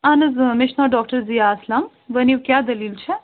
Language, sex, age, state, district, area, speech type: Kashmiri, female, 30-45, Jammu and Kashmir, Srinagar, urban, conversation